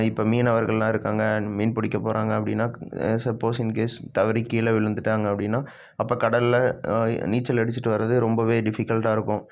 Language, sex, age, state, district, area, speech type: Tamil, male, 18-30, Tamil Nadu, Namakkal, rural, spontaneous